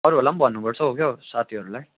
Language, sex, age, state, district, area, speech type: Nepali, male, 18-30, West Bengal, Darjeeling, rural, conversation